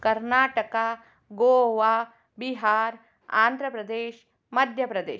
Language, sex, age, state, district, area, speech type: Kannada, female, 60+, Karnataka, Shimoga, rural, spontaneous